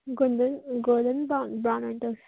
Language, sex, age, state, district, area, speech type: Manipuri, female, 18-30, Manipur, Kangpokpi, urban, conversation